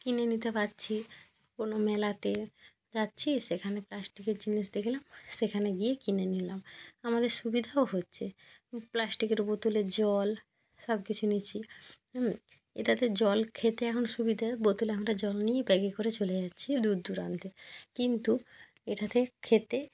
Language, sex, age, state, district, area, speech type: Bengali, female, 18-30, West Bengal, Jalpaiguri, rural, spontaneous